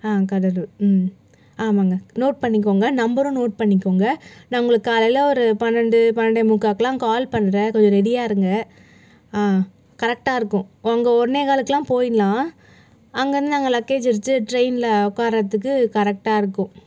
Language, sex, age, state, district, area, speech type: Tamil, female, 60+, Tamil Nadu, Cuddalore, urban, spontaneous